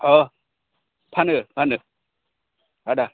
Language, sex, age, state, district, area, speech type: Bodo, male, 30-45, Assam, Udalguri, rural, conversation